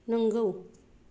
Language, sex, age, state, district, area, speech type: Bodo, female, 30-45, Assam, Kokrajhar, rural, read